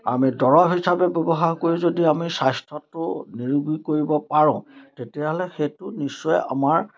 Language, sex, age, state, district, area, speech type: Assamese, male, 60+, Assam, Majuli, urban, spontaneous